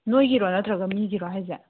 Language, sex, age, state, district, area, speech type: Manipuri, female, 30-45, Manipur, Imphal West, urban, conversation